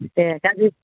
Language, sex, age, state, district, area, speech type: Bodo, female, 45-60, Assam, Udalguri, rural, conversation